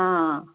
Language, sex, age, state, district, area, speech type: Marathi, female, 45-60, Maharashtra, Nashik, urban, conversation